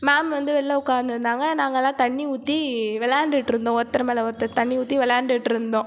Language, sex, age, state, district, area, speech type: Tamil, female, 30-45, Tamil Nadu, Ariyalur, rural, spontaneous